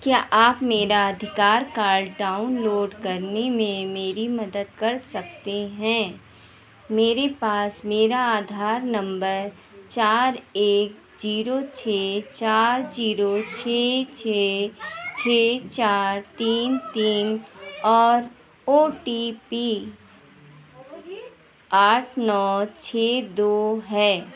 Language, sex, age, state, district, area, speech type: Hindi, female, 60+, Uttar Pradesh, Hardoi, rural, read